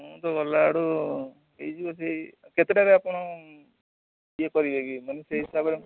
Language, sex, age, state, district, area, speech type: Odia, male, 45-60, Odisha, Sundergarh, rural, conversation